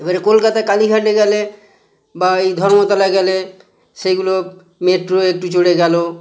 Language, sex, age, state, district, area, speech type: Bengali, male, 45-60, West Bengal, Howrah, urban, spontaneous